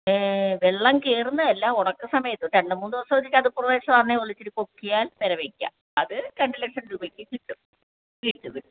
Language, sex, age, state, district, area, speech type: Malayalam, female, 60+, Kerala, Alappuzha, rural, conversation